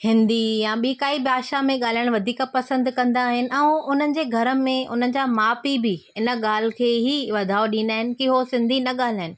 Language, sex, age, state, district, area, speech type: Sindhi, female, 30-45, Maharashtra, Thane, urban, spontaneous